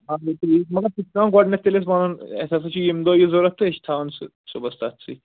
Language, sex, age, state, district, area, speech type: Kashmiri, male, 18-30, Jammu and Kashmir, Kulgam, urban, conversation